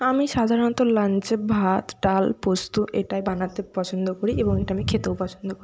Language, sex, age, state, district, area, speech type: Bengali, female, 45-60, West Bengal, Jhargram, rural, spontaneous